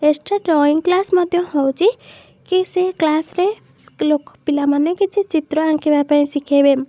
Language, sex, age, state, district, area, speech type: Odia, female, 30-45, Odisha, Puri, urban, spontaneous